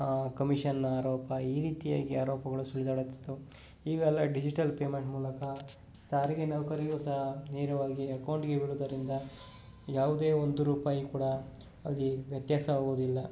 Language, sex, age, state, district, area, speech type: Kannada, male, 30-45, Karnataka, Kolar, rural, spontaneous